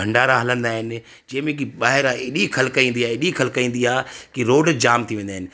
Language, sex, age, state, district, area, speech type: Sindhi, male, 30-45, Madhya Pradesh, Katni, urban, spontaneous